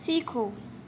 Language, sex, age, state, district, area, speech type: Hindi, female, 18-30, Madhya Pradesh, Chhindwara, urban, read